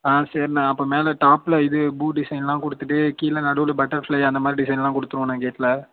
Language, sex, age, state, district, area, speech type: Tamil, male, 18-30, Tamil Nadu, Thanjavur, urban, conversation